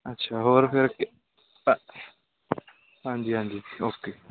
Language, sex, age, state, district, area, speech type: Punjabi, male, 18-30, Punjab, Patiala, urban, conversation